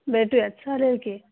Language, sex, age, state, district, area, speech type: Marathi, female, 30-45, Maharashtra, Kolhapur, urban, conversation